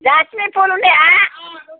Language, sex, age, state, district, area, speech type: Telugu, female, 60+, Telangana, Jagtial, rural, conversation